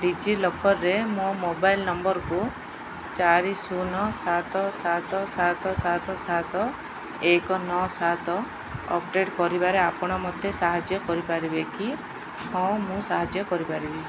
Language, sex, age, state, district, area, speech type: Odia, female, 45-60, Odisha, Koraput, urban, read